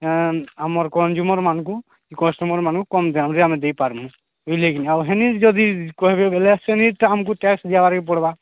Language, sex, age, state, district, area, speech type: Odia, male, 45-60, Odisha, Nuapada, urban, conversation